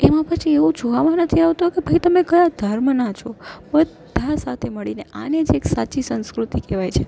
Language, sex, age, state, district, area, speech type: Gujarati, female, 18-30, Gujarat, Junagadh, urban, spontaneous